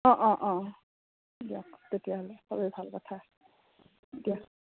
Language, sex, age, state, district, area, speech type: Assamese, female, 45-60, Assam, Udalguri, rural, conversation